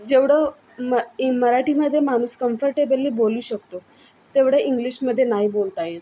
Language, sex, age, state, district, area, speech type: Marathi, female, 18-30, Maharashtra, Solapur, urban, spontaneous